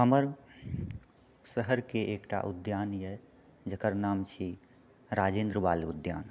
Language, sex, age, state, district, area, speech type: Maithili, male, 30-45, Bihar, Purnia, rural, spontaneous